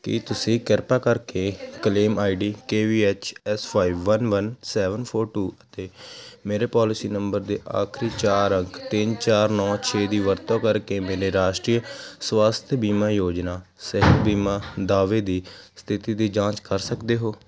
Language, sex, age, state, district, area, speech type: Punjabi, male, 18-30, Punjab, Hoshiarpur, rural, read